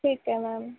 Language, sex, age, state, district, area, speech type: Punjabi, female, 18-30, Punjab, Faridkot, urban, conversation